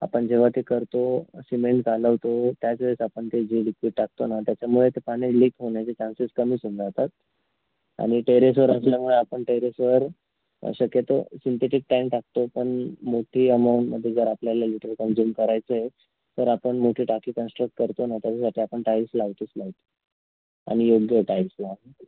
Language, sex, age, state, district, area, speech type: Marathi, female, 18-30, Maharashtra, Nashik, urban, conversation